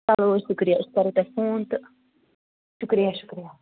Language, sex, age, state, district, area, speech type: Kashmiri, female, 18-30, Jammu and Kashmir, Bandipora, rural, conversation